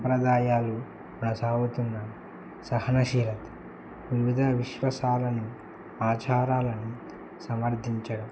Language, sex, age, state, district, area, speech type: Telugu, male, 18-30, Telangana, Medak, rural, spontaneous